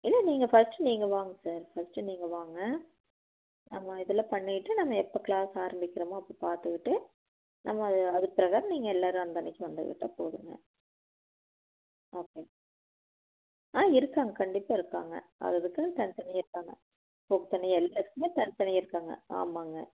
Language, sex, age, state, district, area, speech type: Tamil, female, 30-45, Tamil Nadu, Erode, rural, conversation